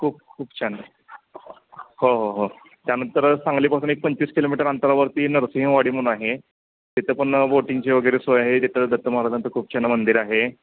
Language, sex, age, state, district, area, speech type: Marathi, male, 30-45, Maharashtra, Sangli, urban, conversation